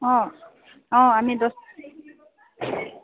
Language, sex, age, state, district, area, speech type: Assamese, female, 30-45, Assam, Goalpara, urban, conversation